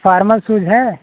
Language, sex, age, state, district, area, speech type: Hindi, male, 18-30, Uttar Pradesh, Azamgarh, rural, conversation